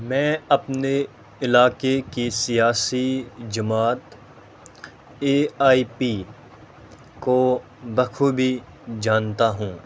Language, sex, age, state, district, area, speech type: Urdu, male, 18-30, Delhi, North East Delhi, rural, spontaneous